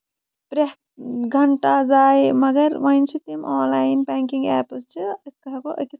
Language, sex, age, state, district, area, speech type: Kashmiri, female, 30-45, Jammu and Kashmir, Shopian, urban, spontaneous